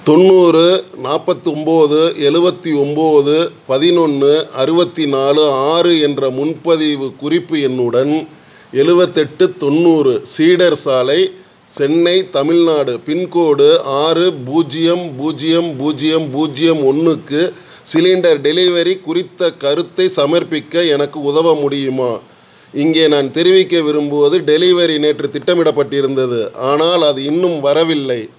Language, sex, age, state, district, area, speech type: Tamil, male, 60+, Tamil Nadu, Tiruchirappalli, urban, read